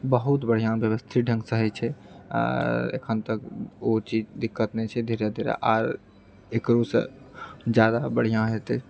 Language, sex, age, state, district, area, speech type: Maithili, male, 45-60, Bihar, Purnia, rural, spontaneous